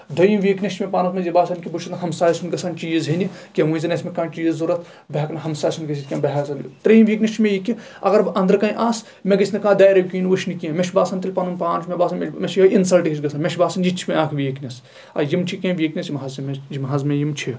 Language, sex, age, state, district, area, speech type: Kashmiri, male, 18-30, Jammu and Kashmir, Kulgam, rural, spontaneous